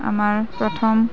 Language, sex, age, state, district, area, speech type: Assamese, female, 30-45, Assam, Nalbari, rural, spontaneous